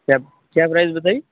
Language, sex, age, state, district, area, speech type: Hindi, male, 18-30, Rajasthan, Jodhpur, urban, conversation